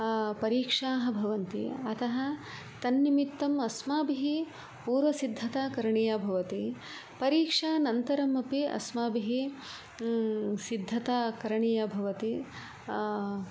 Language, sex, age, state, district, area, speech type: Sanskrit, female, 45-60, Karnataka, Udupi, rural, spontaneous